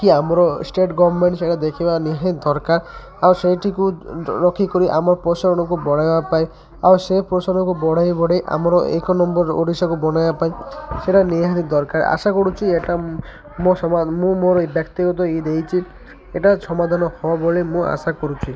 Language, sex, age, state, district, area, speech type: Odia, male, 30-45, Odisha, Malkangiri, urban, spontaneous